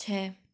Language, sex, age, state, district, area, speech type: Hindi, female, 18-30, Madhya Pradesh, Gwalior, urban, read